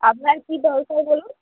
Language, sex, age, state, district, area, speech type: Bengali, female, 18-30, West Bengal, Hooghly, urban, conversation